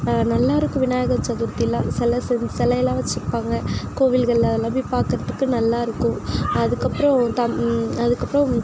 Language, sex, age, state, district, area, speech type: Tamil, female, 45-60, Tamil Nadu, Sivaganga, rural, spontaneous